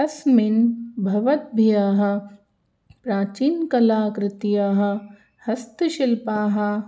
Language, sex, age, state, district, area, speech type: Sanskrit, other, 30-45, Rajasthan, Jaipur, urban, spontaneous